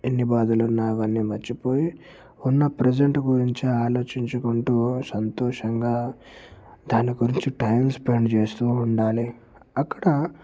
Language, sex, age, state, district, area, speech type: Telugu, male, 18-30, Telangana, Mancherial, rural, spontaneous